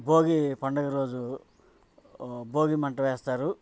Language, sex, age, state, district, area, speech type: Telugu, male, 45-60, Andhra Pradesh, Bapatla, urban, spontaneous